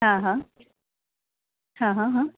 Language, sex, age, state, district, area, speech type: Gujarati, female, 30-45, Gujarat, Anand, urban, conversation